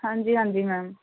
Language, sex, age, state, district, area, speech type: Punjabi, female, 18-30, Punjab, Faridkot, urban, conversation